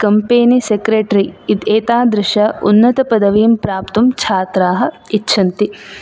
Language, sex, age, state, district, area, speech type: Sanskrit, female, 18-30, Karnataka, Udupi, urban, spontaneous